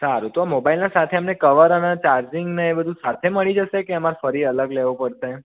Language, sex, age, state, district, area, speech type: Gujarati, male, 30-45, Gujarat, Mehsana, rural, conversation